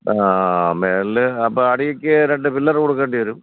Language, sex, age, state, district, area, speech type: Malayalam, male, 60+, Kerala, Thiruvananthapuram, urban, conversation